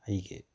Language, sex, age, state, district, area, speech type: Manipuri, male, 30-45, Manipur, Bishnupur, rural, spontaneous